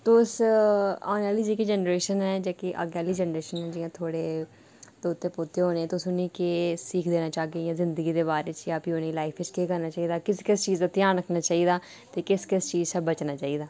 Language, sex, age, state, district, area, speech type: Dogri, female, 45-60, Jammu and Kashmir, Udhampur, urban, spontaneous